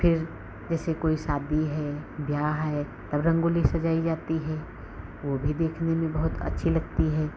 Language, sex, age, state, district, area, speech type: Hindi, female, 45-60, Uttar Pradesh, Lucknow, rural, spontaneous